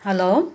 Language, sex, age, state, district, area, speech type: Nepali, female, 45-60, West Bengal, Kalimpong, rural, spontaneous